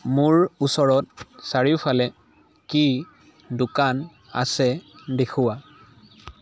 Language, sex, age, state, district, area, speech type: Assamese, male, 18-30, Assam, Dibrugarh, rural, read